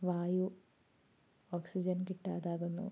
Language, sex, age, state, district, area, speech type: Malayalam, female, 18-30, Kerala, Wayanad, rural, spontaneous